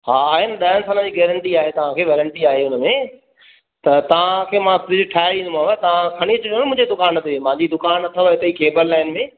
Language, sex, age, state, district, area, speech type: Sindhi, male, 30-45, Madhya Pradesh, Katni, urban, conversation